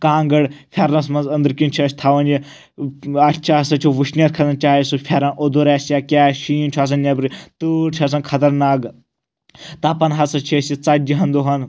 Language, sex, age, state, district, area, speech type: Kashmiri, male, 18-30, Jammu and Kashmir, Anantnag, rural, spontaneous